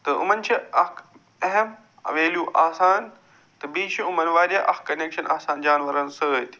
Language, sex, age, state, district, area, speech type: Kashmiri, male, 45-60, Jammu and Kashmir, Budgam, urban, spontaneous